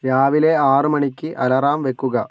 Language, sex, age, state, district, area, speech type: Malayalam, male, 45-60, Kerala, Kozhikode, urban, read